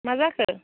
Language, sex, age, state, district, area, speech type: Bodo, female, 30-45, Assam, Udalguri, urban, conversation